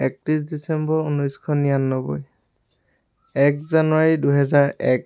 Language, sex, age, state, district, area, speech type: Assamese, male, 18-30, Assam, Lakhimpur, rural, spontaneous